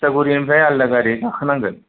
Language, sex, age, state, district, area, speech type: Bodo, male, 30-45, Assam, Kokrajhar, rural, conversation